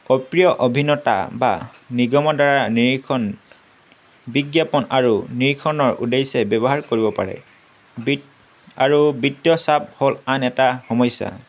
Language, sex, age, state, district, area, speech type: Assamese, male, 18-30, Assam, Tinsukia, urban, spontaneous